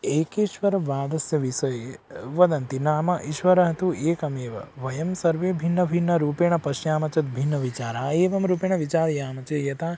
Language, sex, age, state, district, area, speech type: Sanskrit, male, 18-30, Odisha, Bargarh, rural, spontaneous